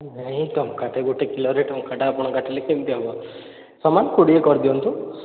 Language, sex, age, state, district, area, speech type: Odia, male, 18-30, Odisha, Puri, urban, conversation